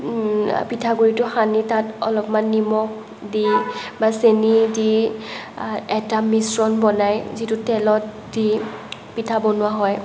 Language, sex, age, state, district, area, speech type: Assamese, female, 18-30, Assam, Morigaon, rural, spontaneous